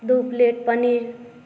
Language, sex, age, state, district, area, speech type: Maithili, female, 18-30, Bihar, Saharsa, urban, spontaneous